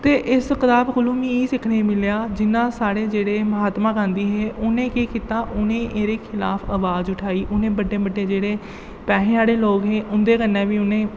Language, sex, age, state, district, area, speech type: Dogri, male, 18-30, Jammu and Kashmir, Jammu, rural, spontaneous